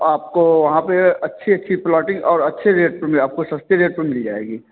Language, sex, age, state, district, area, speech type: Hindi, male, 45-60, Uttar Pradesh, Bhadohi, urban, conversation